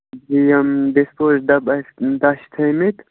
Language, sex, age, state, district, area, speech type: Kashmiri, male, 18-30, Jammu and Kashmir, Baramulla, rural, conversation